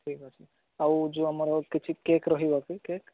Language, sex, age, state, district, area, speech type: Odia, male, 18-30, Odisha, Rayagada, rural, conversation